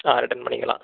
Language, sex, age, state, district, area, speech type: Tamil, male, 18-30, Tamil Nadu, Kallakurichi, rural, conversation